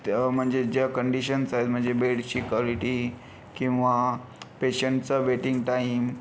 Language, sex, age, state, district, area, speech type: Marathi, male, 30-45, Maharashtra, Yavatmal, rural, spontaneous